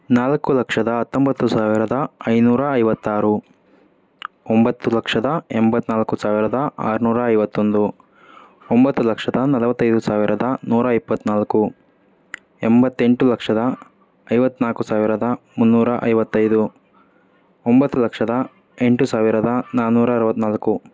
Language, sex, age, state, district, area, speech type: Kannada, male, 18-30, Karnataka, Davanagere, urban, spontaneous